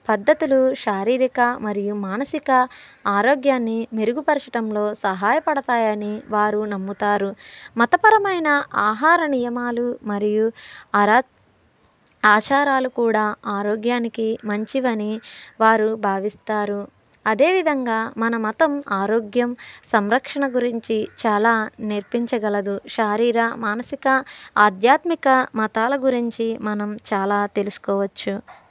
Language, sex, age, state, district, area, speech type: Telugu, female, 30-45, Andhra Pradesh, Eluru, rural, spontaneous